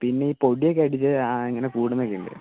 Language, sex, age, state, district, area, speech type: Malayalam, male, 18-30, Kerala, Kozhikode, urban, conversation